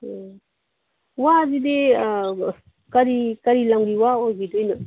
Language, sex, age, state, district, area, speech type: Manipuri, female, 45-60, Manipur, Kangpokpi, urban, conversation